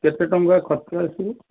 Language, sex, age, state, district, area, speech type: Odia, male, 60+, Odisha, Cuttack, urban, conversation